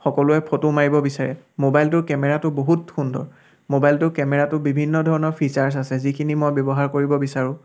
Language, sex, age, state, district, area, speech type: Assamese, male, 18-30, Assam, Sivasagar, rural, spontaneous